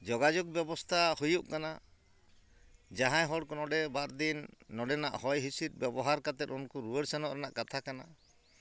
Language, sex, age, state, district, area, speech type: Santali, male, 45-60, West Bengal, Purulia, rural, spontaneous